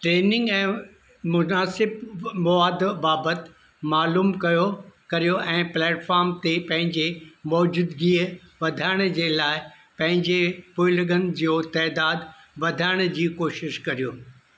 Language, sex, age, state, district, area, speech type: Sindhi, male, 60+, Madhya Pradesh, Indore, urban, read